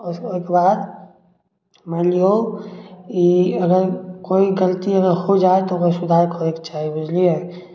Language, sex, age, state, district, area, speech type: Maithili, male, 18-30, Bihar, Samastipur, rural, spontaneous